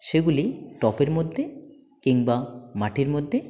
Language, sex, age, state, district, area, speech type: Bengali, male, 18-30, West Bengal, Jalpaiguri, rural, spontaneous